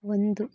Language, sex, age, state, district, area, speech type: Kannada, female, 30-45, Karnataka, Shimoga, rural, read